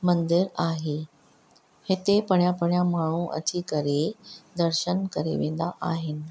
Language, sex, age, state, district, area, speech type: Sindhi, female, 45-60, Maharashtra, Thane, urban, spontaneous